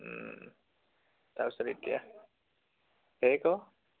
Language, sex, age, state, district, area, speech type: Assamese, male, 18-30, Assam, Tinsukia, urban, conversation